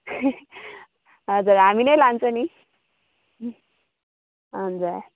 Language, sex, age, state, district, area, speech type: Nepali, female, 30-45, West Bengal, Kalimpong, rural, conversation